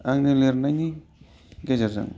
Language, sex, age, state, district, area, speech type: Bodo, male, 30-45, Assam, Udalguri, urban, spontaneous